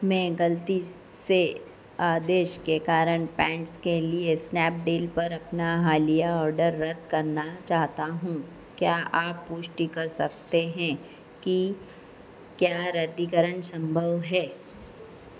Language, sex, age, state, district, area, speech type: Hindi, female, 45-60, Madhya Pradesh, Harda, urban, read